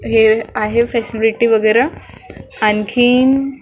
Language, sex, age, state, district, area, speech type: Marathi, female, 18-30, Maharashtra, Nagpur, urban, spontaneous